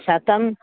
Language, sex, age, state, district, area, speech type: Sanskrit, female, 45-60, Kerala, Thiruvananthapuram, urban, conversation